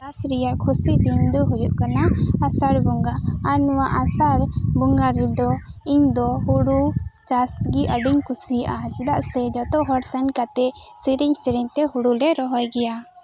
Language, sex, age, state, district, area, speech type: Santali, female, 18-30, West Bengal, Birbhum, rural, spontaneous